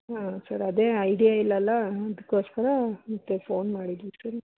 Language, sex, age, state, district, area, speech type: Kannada, female, 30-45, Karnataka, Chitradurga, urban, conversation